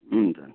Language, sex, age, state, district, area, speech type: Nepali, male, 30-45, West Bengal, Darjeeling, rural, conversation